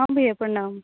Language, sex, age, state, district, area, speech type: Maithili, female, 30-45, Bihar, Madhubani, rural, conversation